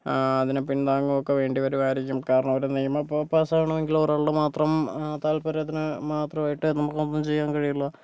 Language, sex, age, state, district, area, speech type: Malayalam, male, 30-45, Kerala, Kozhikode, urban, spontaneous